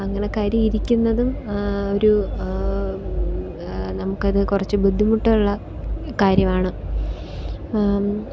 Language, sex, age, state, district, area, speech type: Malayalam, female, 18-30, Kerala, Ernakulam, rural, spontaneous